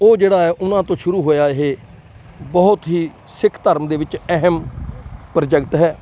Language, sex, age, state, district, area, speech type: Punjabi, male, 60+, Punjab, Rupnagar, rural, spontaneous